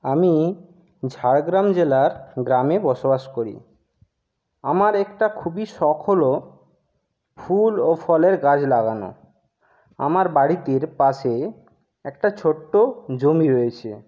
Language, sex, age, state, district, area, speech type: Bengali, male, 30-45, West Bengal, Jhargram, rural, spontaneous